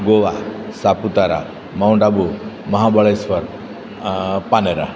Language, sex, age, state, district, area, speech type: Gujarati, male, 45-60, Gujarat, Valsad, rural, spontaneous